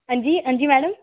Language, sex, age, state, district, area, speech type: Dogri, female, 18-30, Jammu and Kashmir, Udhampur, rural, conversation